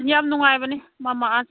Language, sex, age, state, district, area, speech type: Manipuri, female, 45-60, Manipur, Imphal East, rural, conversation